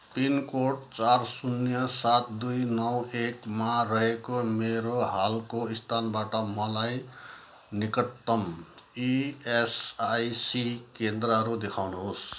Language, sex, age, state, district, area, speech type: Nepali, male, 60+, West Bengal, Kalimpong, rural, read